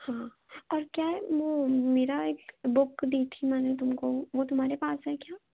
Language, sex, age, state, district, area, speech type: Hindi, female, 18-30, Madhya Pradesh, Chhindwara, urban, conversation